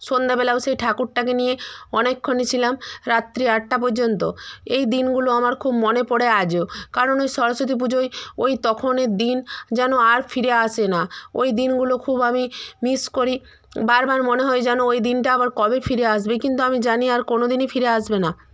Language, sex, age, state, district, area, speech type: Bengali, female, 45-60, West Bengal, Purba Medinipur, rural, spontaneous